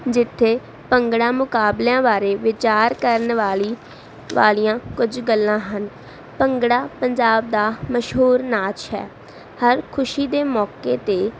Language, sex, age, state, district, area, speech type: Punjabi, female, 18-30, Punjab, Barnala, rural, spontaneous